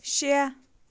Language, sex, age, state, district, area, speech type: Kashmiri, female, 18-30, Jammu and Kashmir, Baramulla, rural, read